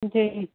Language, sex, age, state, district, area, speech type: Urdu, female, 30-45, Uttar Pradesh, Lucknow, rural, conversation